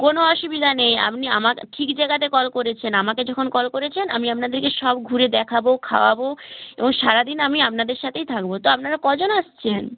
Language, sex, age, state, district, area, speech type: Bengali, female, 18-30, West Bengal, North 24 Parganas, rural, conversation